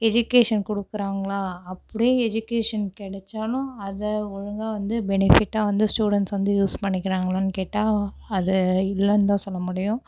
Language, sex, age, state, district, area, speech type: Tamil, female, 18-30, Tamil Nadu, Cuddalore, urban, spontaneous